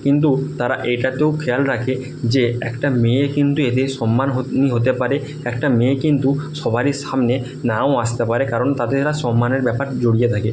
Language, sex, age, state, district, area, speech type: Bengali, male, 30-45, West Bengal, Bankura, urban, spontaneous